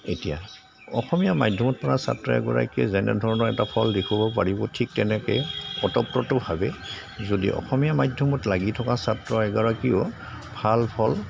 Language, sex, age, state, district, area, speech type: Assamese, male, 60+, Assam, Goalpara, rural, spontaneous